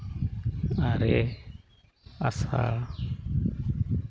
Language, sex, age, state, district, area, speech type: Santali, male, 45-60, Jharkhand, East Singhbhum, rural, spontaneous